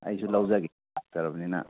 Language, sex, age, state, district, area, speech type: Manipuri, male, 30-45, Manipur, Churachandpur, rural, conversation